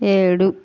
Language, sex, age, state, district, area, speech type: Telugu, female, 60+, Andhra Pradesh, East Godavari, rural, read